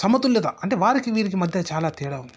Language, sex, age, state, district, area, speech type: Telugu, male, 30-45, Telangana, Sangareddy, rural, spontaneous